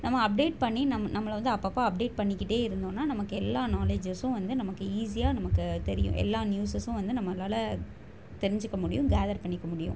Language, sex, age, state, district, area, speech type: Tamil, female, 18-30, Tamil Nadu, Chennai, urban, spontaneous